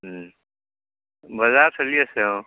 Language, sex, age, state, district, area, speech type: Assamese, male, 60+, Assam, Lakhimpur, urban, conversation